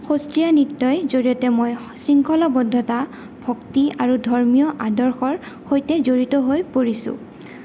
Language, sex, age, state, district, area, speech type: Assamese, female, 18-30, Assam, Goalpara, urban, spontaneous